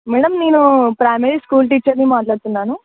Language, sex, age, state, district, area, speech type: Telugu, female, 18-30, Telangana, Nalgonda, urban, conversation